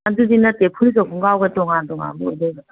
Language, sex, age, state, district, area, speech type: Manipuri, female, 60+, Manipur, Kangpokpi, urban, conversation